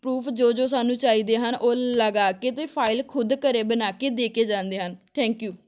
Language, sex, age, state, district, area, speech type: Punjabi, female, 18-30, Punjab, Amritsar, urban, spontaneous